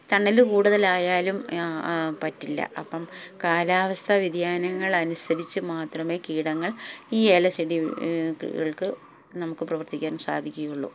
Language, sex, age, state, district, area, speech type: Malayalam, female, 45-60, Kerala, Palakkad, rural, spontaneous